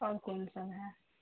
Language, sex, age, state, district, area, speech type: Urdu, female, 18-30, Bihar, Supaul, rural, conversation